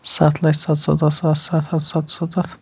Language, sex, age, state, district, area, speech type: Kashmiri, male, 18-30, Jammu and Kashmir, Shopian, rural, spontaneous